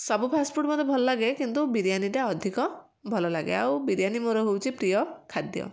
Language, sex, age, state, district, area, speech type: Odia, female, 45-60, Odisha, Kendujhar, urban, spontaneous